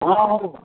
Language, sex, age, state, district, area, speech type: Odia, male, 60+, Odisha, Gajapati, rural, conversation